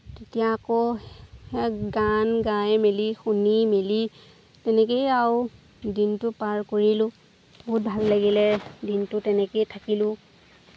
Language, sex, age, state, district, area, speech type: Assamese, female, 18-30, Assam, Lakhimpur, rural, spontaneous